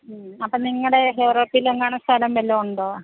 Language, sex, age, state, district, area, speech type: Malayalam, female, 30-45, Kerala, Pathanamthitta, rural, conversation